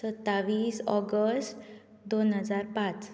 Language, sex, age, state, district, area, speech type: Goan Konkani, female, 18-30, Goa, Bardez, rural, spontaneous